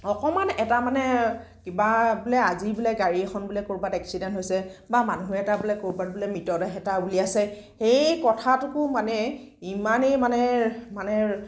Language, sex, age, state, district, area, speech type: Assamese, female, 18-30, Assam, Nagaon, rural, spontaneous